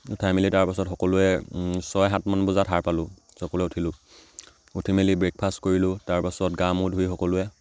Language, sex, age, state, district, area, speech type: Assamese, male, 18-30, Assam, Charaideo, rural, spontaneous